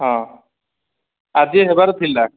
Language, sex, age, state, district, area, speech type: Odia, male, 45-60, Odisha, Kandhamal, rural, conversation